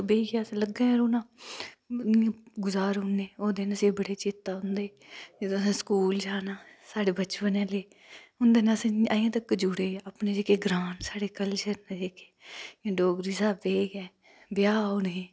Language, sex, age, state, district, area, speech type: Dogri, female, 30-45, Jammu and Kashmir, Udhampur, rural, spontaneous